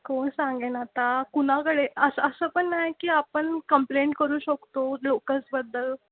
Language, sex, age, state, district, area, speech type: Marathi, female, 18-30, Maharashtra, Mumbai Suburban, urban, conversation